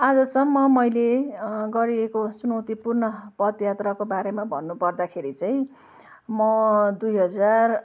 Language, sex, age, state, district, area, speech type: Nepali, female, 45-60, West Bengal, Jalpaiguri, urban, spontaneous